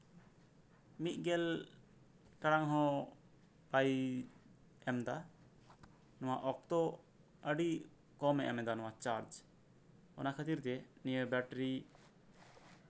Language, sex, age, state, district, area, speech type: Santali, male, 18-30, West Bengal, Birbhum, rural, spontaneous